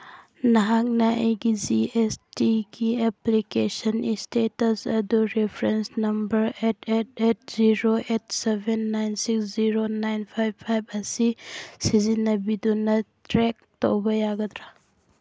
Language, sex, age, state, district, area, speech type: Manipuri, female, 30-45, Manipur, Churachandpur, urban, read